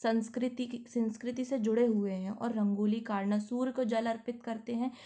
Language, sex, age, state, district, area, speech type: Hindi, female, 18-30, Madhya Pradesh, Gwalior, urban, spontaneous